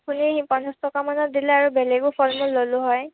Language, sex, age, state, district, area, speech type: Assamese, female, 18-30, Assam, Kamrup Metropolitan, urban, conversation